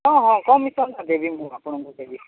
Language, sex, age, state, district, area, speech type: Odia, male, 45-60, Odisha, Nuapada, urban, conversation